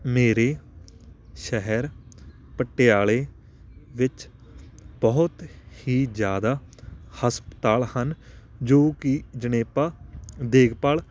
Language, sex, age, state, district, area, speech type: Punjabi, male, 18-30, Punjab, Patiala, rural, spontaneous